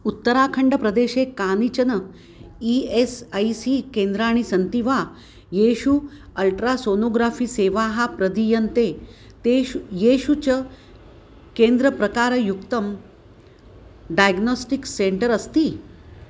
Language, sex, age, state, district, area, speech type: Sanskrit, female, 60+, Maharashtra, Nanded, urban, read